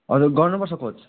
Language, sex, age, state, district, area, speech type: Nepali, male, 18-30, West Bengal, Darjeeling, rural, conversation